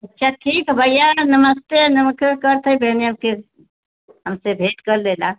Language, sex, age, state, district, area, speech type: Hindi, female, 60+, Uttar Pradesh, Mau, rural, conversation